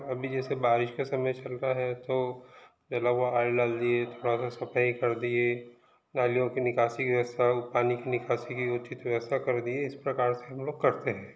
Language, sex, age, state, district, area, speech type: Hindi, male, 45-60, Madhya Pradesh, Balaghat, rural, spontaneous